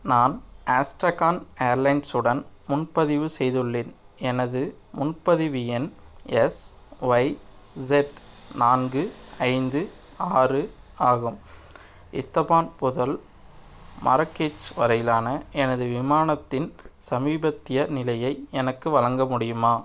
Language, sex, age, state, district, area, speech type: Tamil, male, 18-30, Tamil Nadu, Madurai, urban, read